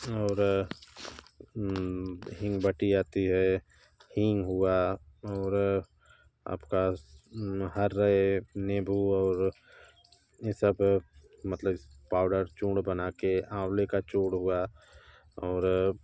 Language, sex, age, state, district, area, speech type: Hindi, male, 30-45, Uttar Pradesh, Bhadohi, rural, spontaneous